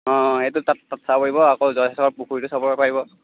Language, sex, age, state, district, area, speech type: Assamese, male, 18-30, Assam, Sivasagar, rural, conversation